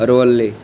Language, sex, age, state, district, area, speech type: Gujarati, male, 18-30, Gujarat, Ahmedabad, urban, spontaneous